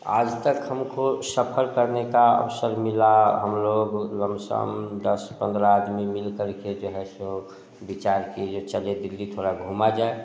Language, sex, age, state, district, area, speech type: Hindi, male, 45-60, Bihar, Samastipur, urban, spontaneous